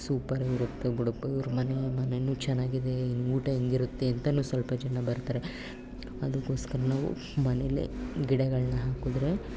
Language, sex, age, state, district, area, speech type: Kannada, female, 18-30, Karnataka, Chamarajanagar, rural, spontaneous